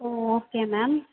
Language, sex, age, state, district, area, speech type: Telugu, female, 18-30, Andhra Pradesh, Sri Balaji, rural, conversation